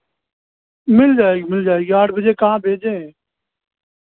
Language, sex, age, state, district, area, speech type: Hindi, male, 60+, Uttar Pradesh, Ayodhya, rural, conversation